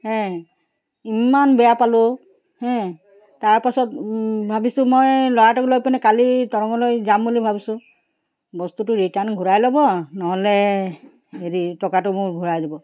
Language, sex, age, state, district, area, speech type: Assamese, female, 60+, Assam, Charaideo, urban, spontaneous